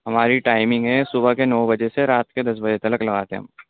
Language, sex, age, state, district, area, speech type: Urdu, male, 18-30, Delhi, East Delhi, urban, conversation